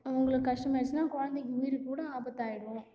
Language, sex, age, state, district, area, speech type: Tamil, female, 18-30, Tamil Nadu, Cuddalore, rural, spontaneous